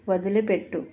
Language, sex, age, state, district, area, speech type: Telugu, female, 30-45, Andhra Pradesh, Kakinada, urban, read